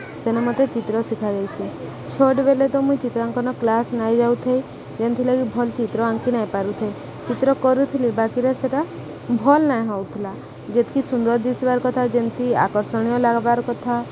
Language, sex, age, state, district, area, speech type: Odia, female, 30-45, Odisha, Subarnapur, urban, spontaneous